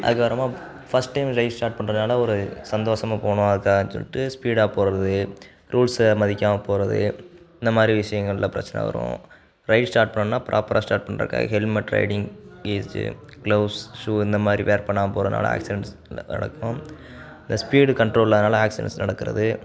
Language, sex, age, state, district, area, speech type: Tamil, male, 18-30, Tamil Nadu, Sivaganga, rural, spontaneous